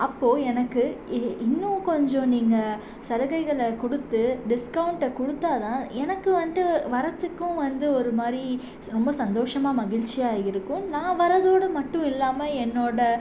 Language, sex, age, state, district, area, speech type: Tamil, female, 18-30, Tamil Nadu, Salem, urban, spontaneous